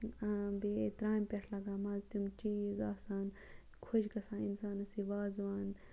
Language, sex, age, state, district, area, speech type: Kashmiri, female, 30-45, Jammu and Kashmir, Ganderbal, rural, spontaneous